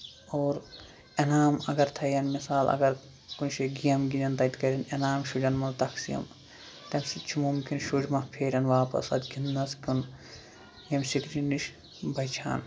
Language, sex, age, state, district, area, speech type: Kashmiri, male, 18-30, Jammu and Kashmir, Shopian, rural, spontaneous